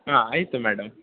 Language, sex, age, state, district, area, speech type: Kannada, male, 18-30, Karnataka, Mysore, urban, conversation